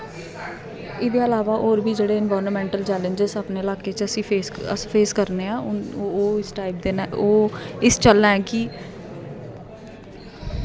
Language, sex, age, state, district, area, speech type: Dogri, female, 18-30, Jammu and Kashmir, Kathua, rural, spontaneous